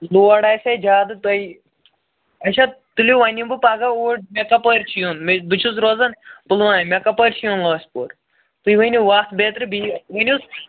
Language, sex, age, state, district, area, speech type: Kashmiri, male, 18-30, Jammu and Kashmir, Pulwama, urban, conversation